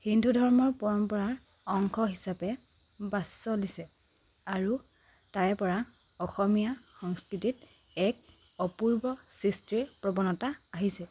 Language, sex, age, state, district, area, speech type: Assamese, female, 18-30, Assam, Charaideo, urban, spontaneous